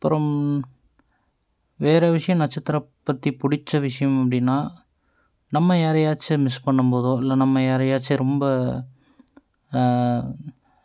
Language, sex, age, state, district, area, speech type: Tamil, male, 18-30, Tamil Nadu, Coimbatore, urban, spontaneous